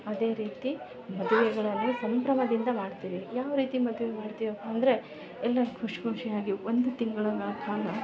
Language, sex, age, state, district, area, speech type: Kannada, female, 30-45, Karnataka, Vijayanagara, rural, spontaneous